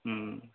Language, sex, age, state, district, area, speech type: Tamil, male, 60+, Tamil Nadu, Kallakurichi, urban, conversation